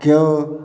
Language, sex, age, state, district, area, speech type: Maithili, male, 60+, Bihar, Samastipur, urban, spontaneous